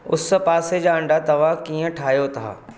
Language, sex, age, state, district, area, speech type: Sindhi, male, 45-60, Maharashtra, Mumbai Suburban, urban, read